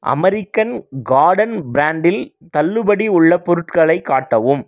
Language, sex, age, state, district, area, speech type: Tamil, male, 30-45, Tamil Nadu, Krishnagiri, rural, read